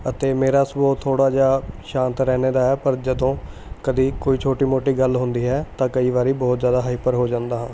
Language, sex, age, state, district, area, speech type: Punjabi, male, 18-30, Punjab, Mohali, urban, spontaneous